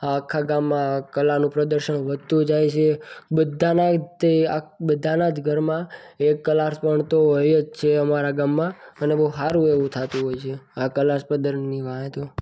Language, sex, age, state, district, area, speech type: Gujarati, male, 18-30, Gujarat, Surat, rural, spontaneous